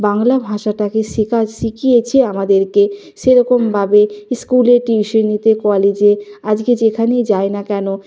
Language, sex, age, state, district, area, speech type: Bengali, female, 45-60, West Bengal, Nadia, rural, spontaneous